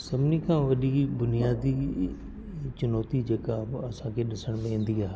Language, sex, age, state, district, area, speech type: Sindhi, male, 60+, Delhi, South Delhi, urban, spontaneous